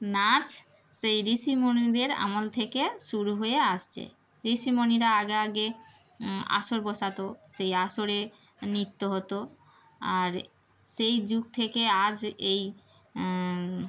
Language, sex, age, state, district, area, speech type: Bengali, female, 30-45, West Bengal, Darjeeling, urban, spontaneous